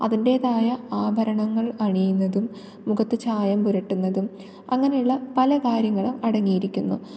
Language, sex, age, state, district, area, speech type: Malayalam, female, 18-30, Kerala, Thiruvananthapuram, rural, spontaneous